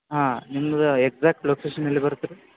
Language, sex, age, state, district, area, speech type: Kannada, male, 18-30, Karnataka, Gadag, rural, conversation